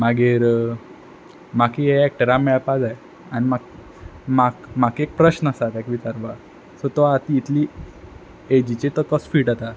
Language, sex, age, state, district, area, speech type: Goan Konkani, male, 18-30, Goa, Quepem, rural, spontaneous